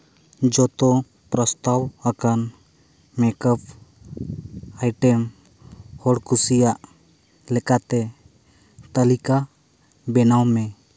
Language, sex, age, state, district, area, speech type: Santali, male, 30-45, Jharkhand, Seraikela Kharsawan, rural, read